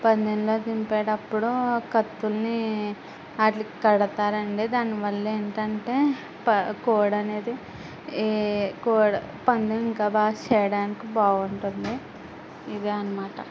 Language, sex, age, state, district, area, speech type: Telugu, female, 18-30, Andhra Pradesh, Eluru, rural, spontaneous